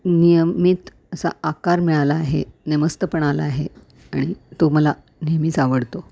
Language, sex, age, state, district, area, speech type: Marathi, female, 60+, Maharashtra, Thane, urban, spontaneous